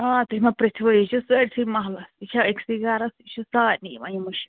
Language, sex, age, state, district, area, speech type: Kashmiri, female, 30-45, Jammu and Kashmir, Srinagar, urban, conversation